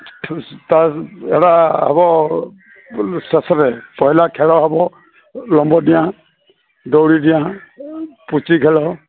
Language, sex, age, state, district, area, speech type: Odia, male, 45-60, Odisha, Sambalpur, rural, conversation